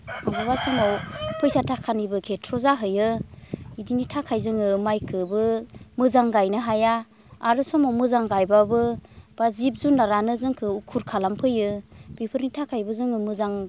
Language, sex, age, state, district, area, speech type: Bodo, female, 30-45, Assam, Baksa, rural, spontaneous